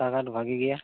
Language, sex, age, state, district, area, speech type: Santali, male, 18-30, West Bengal, Bankura, rural, conversation